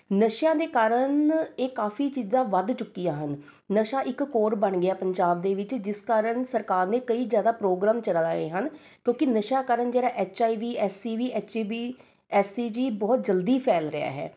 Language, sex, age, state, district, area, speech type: Punjabi, female, 30-45, Punjab, Rupnagar, urban, spontaneous